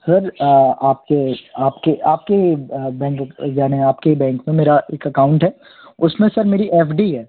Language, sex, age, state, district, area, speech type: Hindi, male, 18-30, Madhya Pradesh, Jabalpur, urban, conversation